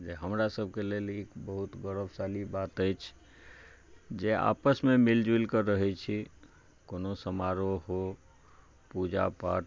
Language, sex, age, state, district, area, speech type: Maithili, male, 45-60, Bihar, Madhubani, rural, spontaneous